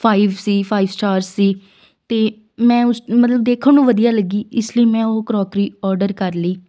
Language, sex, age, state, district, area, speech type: Punjabi, female, 18-30, Punjab, Shaheed Bhagat Singh Nagar, rural, spontaneous